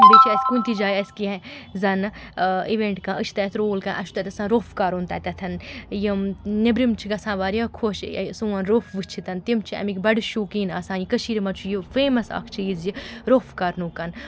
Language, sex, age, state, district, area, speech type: Kashmiri, female, 45-60, Jammu and Kashmir, Srinagar, urban, spontaneous